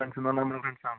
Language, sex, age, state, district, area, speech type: Malayalam, male, 30-45, Kerala, Wayanad, rural, conversation